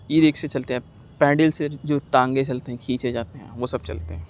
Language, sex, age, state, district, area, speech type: Urdu, male, 45-60, Uttar Pradesh, Aligarh, urban, spontaneous